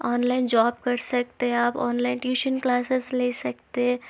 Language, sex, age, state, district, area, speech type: Urdu, female, 18-30, Telangana, Hyderabad, urban, spontaneous